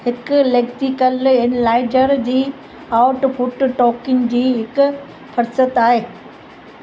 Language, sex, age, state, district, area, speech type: Sindhi, female, 60+, Gujarat, Kutch, rural, read